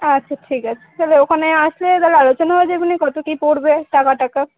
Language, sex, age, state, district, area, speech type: Bengali, female, 18-30, West Bengal, Dakshin Dinajpur, urban, conversation